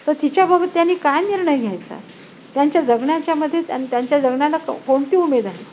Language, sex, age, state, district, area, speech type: Marathi, female, 60+, Maharashtra, Nanded, urban, spontaneous